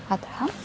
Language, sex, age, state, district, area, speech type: Sanskrit, female, 18-30, Kerala, Thrissur, urban, spontaneous